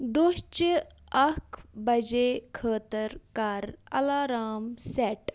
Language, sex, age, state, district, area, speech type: Kashmiri, male, 18-30, Jammu and Kashmir, Bandipora, rural, read